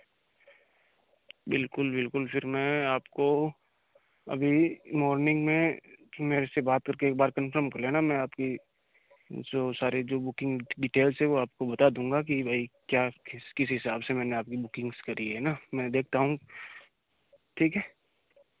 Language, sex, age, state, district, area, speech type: Hindi, female, 18-30, Rajasthan, Nagaur, urban, conversation